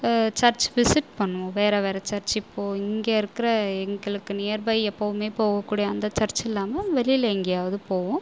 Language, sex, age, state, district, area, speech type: Tamil, female, 30-45, Tamil Nadu, Viluppuram, rural, spontaneous